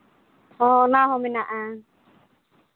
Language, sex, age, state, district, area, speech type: Santali, female, 30-45, Jharkhand, Seraikela Kharsawan, rural, conversation